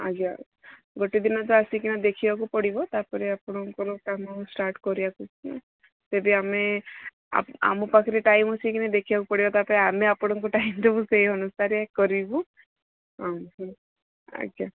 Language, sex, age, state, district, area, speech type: Odia, female, 45-60, Odisha, Sundergarh, rural, conversation